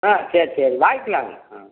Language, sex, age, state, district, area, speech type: Tamil, male, 60+, Tamil Nadu, Erode, rural, conversation